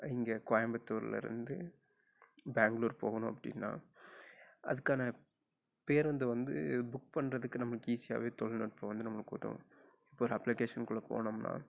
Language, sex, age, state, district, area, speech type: Tamil, male, 18-30, Tamil Nadu, Coimbatore, rural, spontaneous